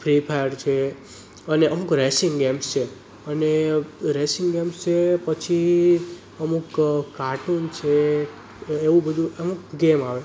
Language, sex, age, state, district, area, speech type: Gujarati, male, 18-30, Gujarat, Surat, rural, spontaneous